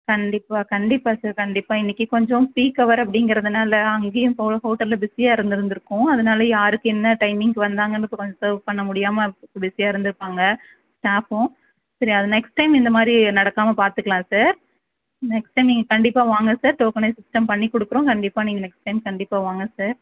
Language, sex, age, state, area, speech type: Tamil, female, 30-45, Tamil Nadu, rural, conversation